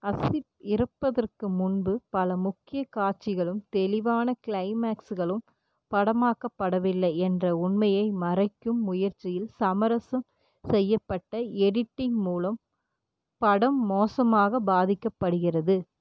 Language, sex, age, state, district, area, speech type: Tamil, female, 30-45, Tamil Nadu, Erode, rural, read